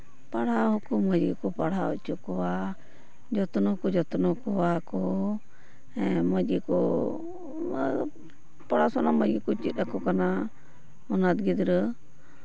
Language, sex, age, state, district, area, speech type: Santali, female, 45-60, West Bengal, Purba Bardhaman, rural, spontaneous